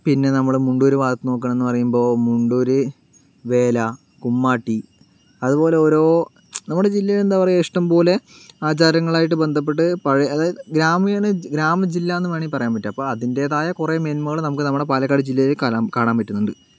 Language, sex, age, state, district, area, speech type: Malayalam, male, 18-30, Kerala, Palakkad, rural, spontaneous